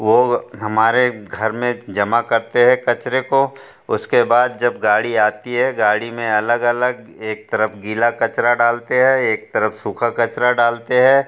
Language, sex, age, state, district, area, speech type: Hindi, male, 60+, Madhya Pradesh, Betul, rural, spontaneous